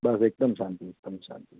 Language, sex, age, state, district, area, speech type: Gujarati, male, 30-45, Gujarat, Anand, urban, conversation